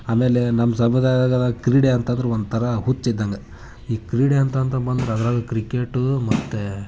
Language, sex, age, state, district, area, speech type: Kannada, male, 18-30, Karnataka, Haveri, rural, spontaneous